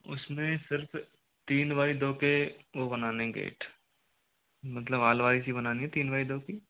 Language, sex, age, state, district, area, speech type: Hindi, male, 45-60, Rajasthan, Jodhpur, rural, conversation